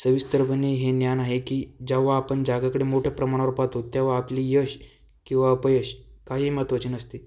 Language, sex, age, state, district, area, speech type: Marathi, male, 18-30, Maharashtra, Aurangabad, rural, spontaneous